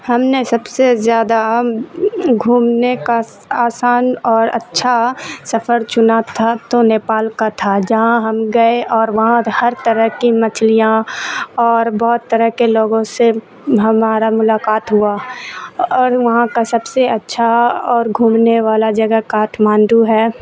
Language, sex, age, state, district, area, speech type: Urdu, female, 30-45, Bihar, Supaul, urban, spontaneous